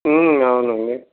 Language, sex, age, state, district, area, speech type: Telugu, male, 30-45, Telangana, Mancherial, rural, conversation